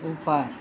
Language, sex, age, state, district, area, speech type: Hindi, female, 60+, Uttar Pradesh, Mau, urban, read